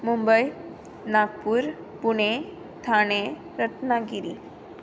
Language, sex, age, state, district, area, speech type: Goan Konkani, female, 18-30, Goa, Tiswadi, rural, spontaneous